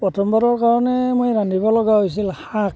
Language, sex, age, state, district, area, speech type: Assamese, male, 45-60, Assam, Barpeta, rural, spontaneous